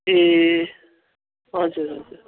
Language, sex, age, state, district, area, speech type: Nepali, female, 60+, West Bengal, Kalimpong, rural, conversation